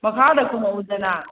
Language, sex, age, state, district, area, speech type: Manipuri, female, 18-30, Manipur, Kakching, rural, conversation